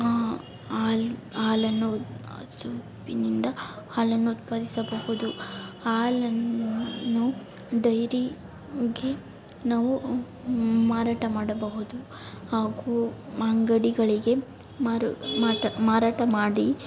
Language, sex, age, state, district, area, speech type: Kannada, female, 18-30, Karnataka, Chamarajanagar, urban, spontaneous